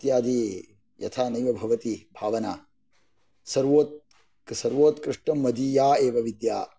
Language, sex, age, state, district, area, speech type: Sanskrit, male, 45-60, Karnataka, Shimoga, rural, spontaneous